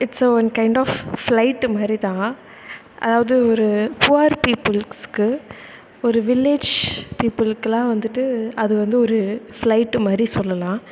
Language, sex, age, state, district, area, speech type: Tamil, female, 18-30, Tamil Nadu, Thanjavur, rural, spontaneous